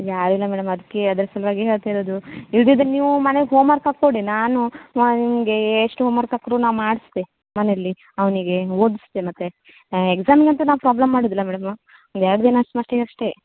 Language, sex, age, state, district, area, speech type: Kannada, female, 30-45, Karnataka, Uttara Kannada, rural, conversation